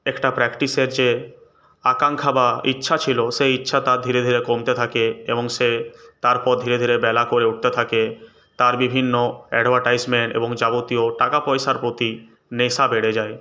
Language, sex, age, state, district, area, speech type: Bengali, male, 18-30, West Bengal, Purulia, urban, spontaneous